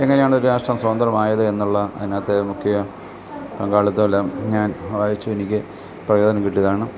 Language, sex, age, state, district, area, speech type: Malayalam, male, 60+, Kerala, Alappuzha, rural, spontaneous